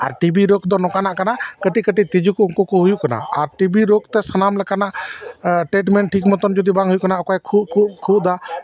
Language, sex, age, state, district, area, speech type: Santali, male, 45-60, West Bengal, Dakshin Dinajpur, rural, spontaneous